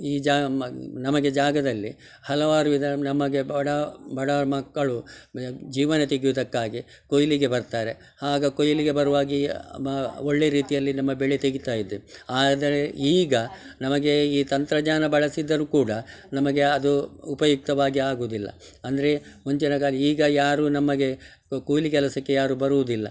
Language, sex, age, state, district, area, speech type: Kannada, male, 60+, Karnataka, Udupi, rural, spontaneous